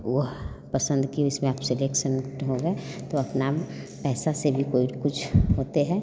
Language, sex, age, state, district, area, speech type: Hindi, female, 30-45, Bihar, Vaishali, urban, spontaneous